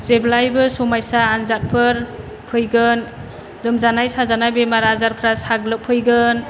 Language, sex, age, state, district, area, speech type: Bodo, female, 30-45, Assam, Chirang, rural, spontaneous